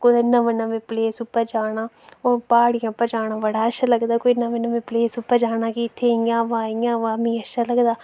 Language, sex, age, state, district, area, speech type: Dogri, female, 18-30, Jammu and Kashmir, Reasi, rural, spontaneous